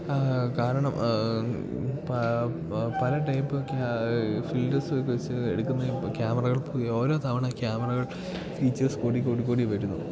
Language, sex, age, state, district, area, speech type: Malayalam, male, 18-30, Kerala, Idukki, rural, spontaneous